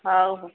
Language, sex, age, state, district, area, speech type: Odia, female, 45-60, Odisha, Sambalpur, rural, conversation